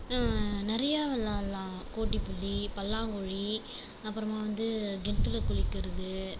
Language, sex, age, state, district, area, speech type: Tamil, female, 30-45, Tamil Nadu, Viluppuram, rural, spontaneous